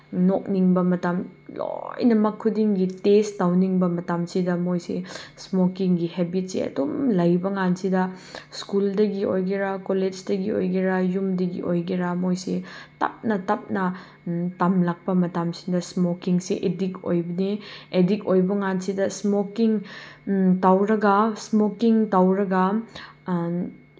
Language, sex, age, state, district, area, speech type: Manipuri, female, 30-45, Manipur, Chandel, rural, spontaneous